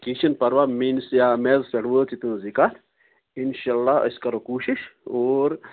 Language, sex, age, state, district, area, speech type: Kashmiri, male, 30-45, Jammu and Kashmir, Kupwara, rural, conversation